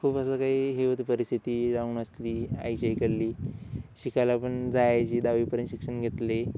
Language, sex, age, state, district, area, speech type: Marathi, male, 18-30, Maharashtra, Hingoli, urban, spontaneous